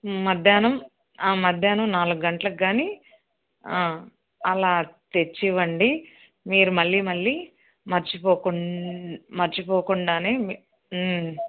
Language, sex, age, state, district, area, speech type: Telugu, female, 45-60, Andhra Pradesh, Nellore, rural, conversation